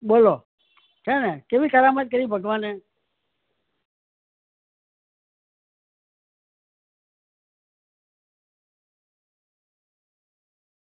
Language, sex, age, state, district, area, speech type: Gujarati, male, 60+, Gujarat, Surat, urban, conversation